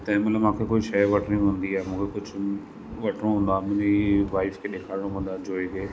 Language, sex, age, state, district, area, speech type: Sindhi, male, 30-45, Maharashtra, Thane, urban, spontaneous